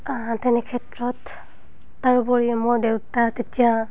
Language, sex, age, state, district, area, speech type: Assamese, female, 30-45, Assam, Nalbari, rural, spontaneous